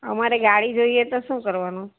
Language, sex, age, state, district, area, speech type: Gujarati, female, 45-60, Gujarat, Valsad, rural, conversation